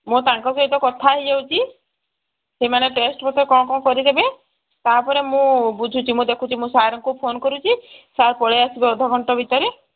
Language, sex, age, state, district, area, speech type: Odia, female, 30-45, Odisha, Sambalpur, rural, conversation